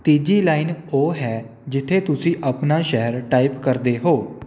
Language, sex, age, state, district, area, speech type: Punjabi, male, 18-30, Punjab, Kapurthala, urban, read